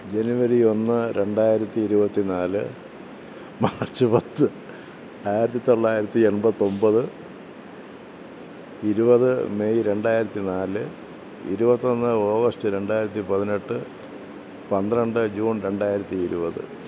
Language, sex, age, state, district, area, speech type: Malayalam, male, 60+, Kerala, Thiruvananthapuram, rural, spontaneous